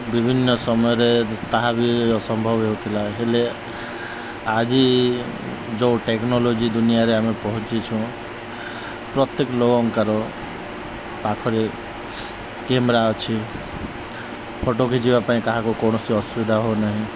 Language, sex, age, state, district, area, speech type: Odia, male, 30-45, Odisha, Nuapada, urban, spontaneous